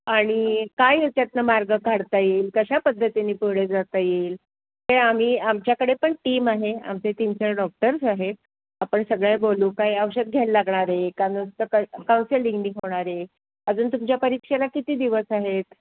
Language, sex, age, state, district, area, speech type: Marathi, female, 60+, Maharashtra, Pune, urban, conversation